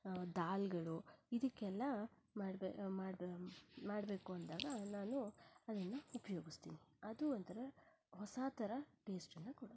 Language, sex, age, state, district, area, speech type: Kannada, female, 30-45, Karnataka, Shimoga, rural, spontaneous